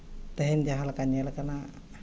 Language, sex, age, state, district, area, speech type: Santali, male, 30-45, Jharkhand, East Singhbhum, rural, spontaneous